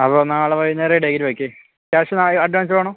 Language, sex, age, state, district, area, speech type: Malayalam, male, 18-30, Kerala, Kasaragod, rural, conversation